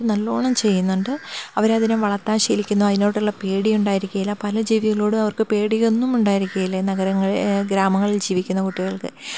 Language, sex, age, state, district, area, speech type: Malayalam, female, 30-45, Kerala, Thiruvananthapuram, urban, spontaneous